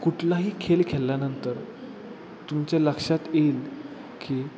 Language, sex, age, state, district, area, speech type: Marathi, male, 18-30, Maharashtra, Satara, urban, spontaneous